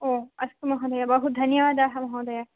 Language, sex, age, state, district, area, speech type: Sanskrit, female, 18-30, Andhra Pradesh, Chittoor, urban, conversation